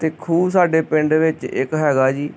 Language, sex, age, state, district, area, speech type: Punjabi, male, 30-45, Punjab, Hoshiarpur, rural, spontaneous